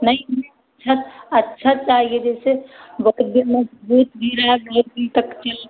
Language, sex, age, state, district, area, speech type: Hindi, female, 30-45, Uttar Pradesh, Ayodhya, rural, conversation